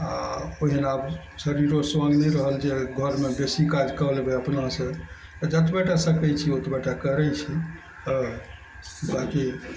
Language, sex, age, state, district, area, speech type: Maithili, male, 60+, Bihar, Araria, rural, spontaneous